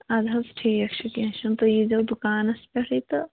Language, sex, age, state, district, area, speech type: Kashmiri, female, 18-30, Jammu and Kashmir, Shopian, rural, conversation